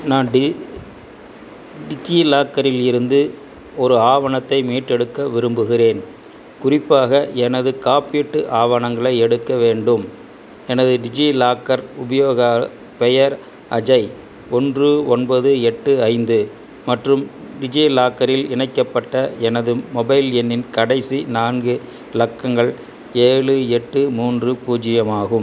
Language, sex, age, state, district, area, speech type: Tamil, male, 60+, Tamil Nadu, Madurai, rural, read